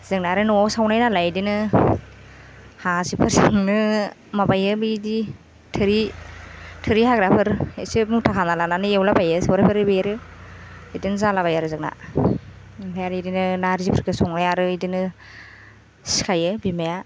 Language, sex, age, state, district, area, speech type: Bodo, female, 18-30, Assam, Baksa, rural, spontaneous